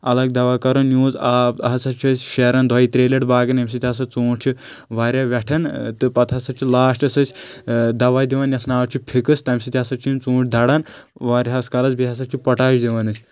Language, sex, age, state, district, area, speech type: Kashmiri, male, 30-45, Jammu and Kashmir, Anantnag, rural, spontaneous